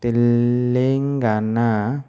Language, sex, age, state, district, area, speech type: Odia, male, 30-45, Odisha, Nayagarh, rural, read